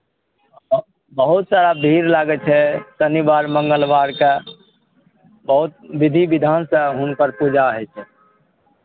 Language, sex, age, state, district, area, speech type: Maithili, male, 60+, Bihar, Araria, urban, conversation